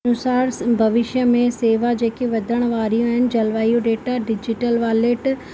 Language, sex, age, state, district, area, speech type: Sindhi, female, 18-30, Rajasthan, Ajmer, urban, spontaneous